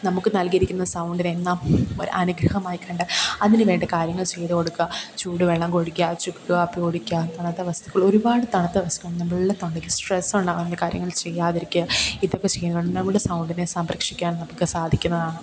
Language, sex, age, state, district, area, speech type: Malayalam, female, 18-30, Kerala, Pathanamthitta, rural, spontaneous